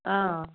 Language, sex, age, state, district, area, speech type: Assamese, female, 30-45, Assam, Golaghat, urban, conversation